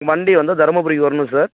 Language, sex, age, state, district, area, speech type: Tamil, female, 18-30, Tamil Nadu, Dharmapuri, urban, conversation